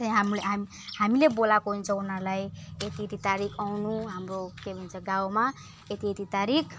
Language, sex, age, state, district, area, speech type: Nepali, female, 18-30, West Bengal, Alipurduar, urban, spontaneous